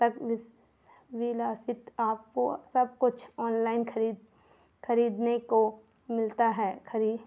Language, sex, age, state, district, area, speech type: Hindi, female, 18-30, Madhya Pradesh, Chhindwara, urban, spontaneous